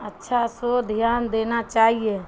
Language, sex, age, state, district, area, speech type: Urdu, female, 60+, Bihar, Darbhanga, rural, spontaneous